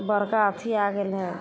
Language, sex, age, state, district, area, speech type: Maithili, female, 30-45, Bihar, Sitamarhi, urban, spontaneous